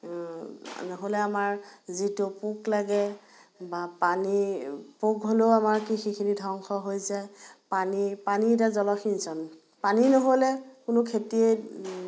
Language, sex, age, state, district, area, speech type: Assamese, female, 30-45, Assam, Biswanath, rural, spontaneous